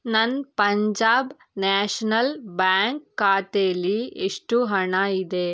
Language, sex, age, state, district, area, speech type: Kannada, female, 18-30, Karnataka, Tumkur, urban, read